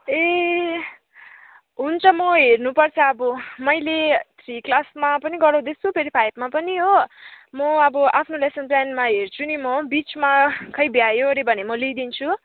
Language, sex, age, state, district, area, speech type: Nepali, female, 18-30, West Bengal, Kalimpong, rural, conversation